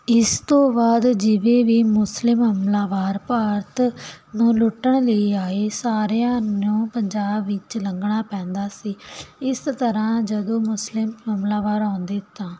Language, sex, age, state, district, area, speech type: Punjabi, female, 18-30, Punjab, Barnala, rural, spontaneous